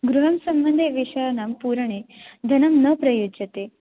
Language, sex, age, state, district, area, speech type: Sanskrit, female, 18-30, Maharashtra, Sangli, rural, conversation